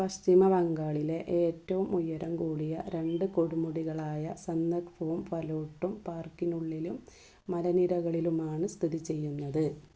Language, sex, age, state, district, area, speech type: Malayalam, female, 30-45, Kerala, Malappuram, rural, read